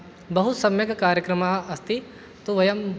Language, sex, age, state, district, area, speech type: Sanskrit, male, 18-30, Rajasthan, Jaipur, urban, spontaneous